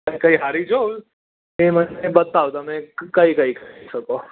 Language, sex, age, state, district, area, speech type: Gujarati, male, 30-45, Gujarat, Surat, urban, conversation